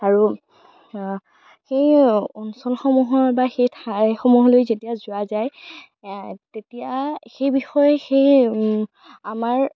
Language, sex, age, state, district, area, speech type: Assamese, female, 18-30, Assam, Darrang, rural, spontaneous